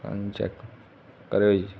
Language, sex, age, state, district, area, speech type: Punjabi, male, 30-45, Punjab, Muktsar, urban, spontaneous